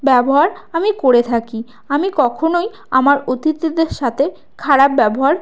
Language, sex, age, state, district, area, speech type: Bengali, female, 30-45, West Bengal, South 24 Parganas, rural, spontaneous